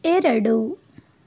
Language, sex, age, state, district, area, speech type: Kannada, female, 18-30, Karnataka, Chitradurga, urban, read